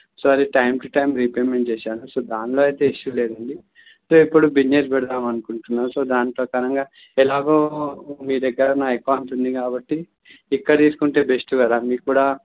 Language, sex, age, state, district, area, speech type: Telugu, male, 30-45, Andhra Pradesh, N T Rama Rao, rural, conversation